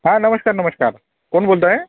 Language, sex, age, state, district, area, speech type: Marathi, male, 45-60, Maharashtra, Akola, rural, conversation